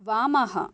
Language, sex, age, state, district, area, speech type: Sanskrit, female, 30-45, Karnataka, Bangalore Urban, urban, read